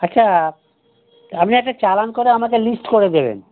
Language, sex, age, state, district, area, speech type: Bengali, male, 60+, West Bengal, North 24 Parganas, urban, conversation